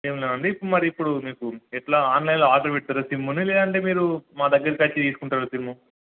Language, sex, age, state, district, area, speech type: Telugu, male, 18-30, Telangana, Hanamkonda, urban, conversation